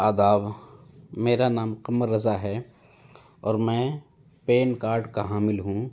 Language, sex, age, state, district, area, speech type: Urdu, male, 18-30, Delhi, North East Delhi, urban, spontaneous